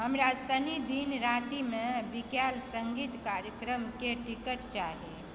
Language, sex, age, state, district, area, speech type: Maithili, female, 45-60, Bihar, Supaul, urban, read